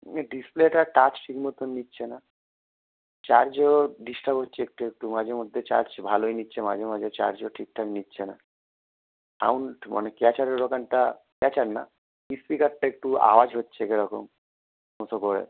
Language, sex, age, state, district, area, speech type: Bengali, male, 30-45, West Bengal, Howrah, urban, conversation